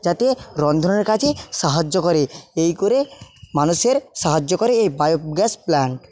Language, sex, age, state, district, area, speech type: Bengali, male, 18-30, West Bengal, Jhargram, rural, spontaneous